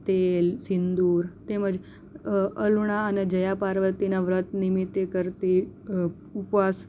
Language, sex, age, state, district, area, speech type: Gujarati, female, 18-30, Gujarat, Surat, rural, spontaneous